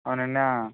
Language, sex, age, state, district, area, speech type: Telugu, male, 18-30, Andhra Pradesh, East Godavari, rural, conversation